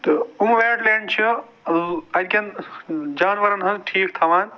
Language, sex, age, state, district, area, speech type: Kashmiri, male, 45-60, Jammu and Kashmir, Budgam, urban, spontaneous